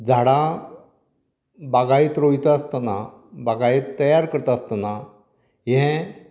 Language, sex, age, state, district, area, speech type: Goan Konkani, male, 60+, Goa, Canacona, rural, spontaneous